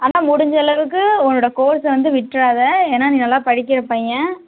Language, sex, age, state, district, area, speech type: Tamil, female, 18-30, Tamil Nadu, Nagapattinam, rural, conversation